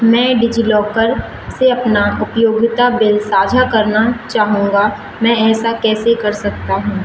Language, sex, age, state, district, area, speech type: Hindi, female, 18-30, Madhya Pradesh, Seoni, urban, read